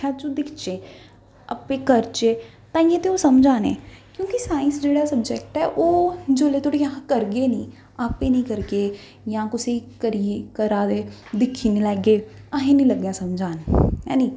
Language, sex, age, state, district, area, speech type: Dogri, female, 18-30, Jammu and Kashmir, Jammu, urban, spontaneous